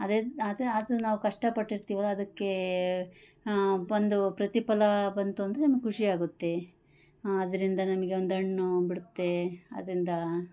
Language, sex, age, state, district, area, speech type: Kannada, female, 30-45, Karnataka, Chikkamagaluru, rural, spontaneous